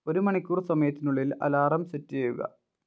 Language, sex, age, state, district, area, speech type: Malayalam, male, 18-30, Kerala, Wayanad, rural, read